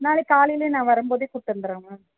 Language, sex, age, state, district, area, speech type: Tamil, female, 45-60, Tamil Nadu, Dharmapuri, rural, conversation